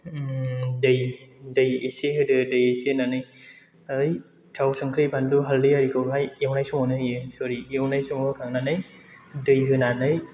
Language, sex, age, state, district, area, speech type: Bodo, male, 30-45, Assam, Chirang, rural, spontaneous